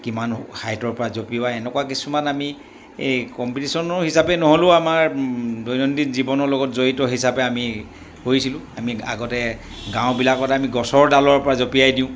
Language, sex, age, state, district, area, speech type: Assamese, male, 60+, Assam, Dibrugarh, rural, spontaneous